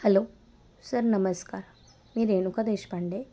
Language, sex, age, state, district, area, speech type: Marathi, female, 18-30, Maharashtra, Osmanabad, rural, spontaneous